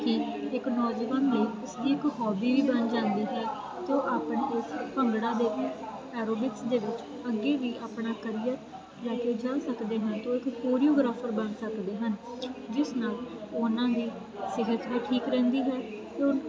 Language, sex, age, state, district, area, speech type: Punjabi, female, 18-30, Punjab, Faridkot, urban, spontaneous